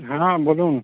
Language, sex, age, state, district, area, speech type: Bengali, male, 30-45, West Bengal, South 24 Parganas, rural, conversation